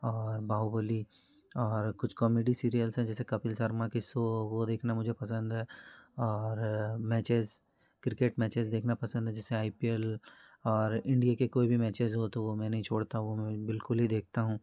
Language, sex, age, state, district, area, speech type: Hindi, male, 30-45, Madhya Pradesh, Betul, urban, spontaneous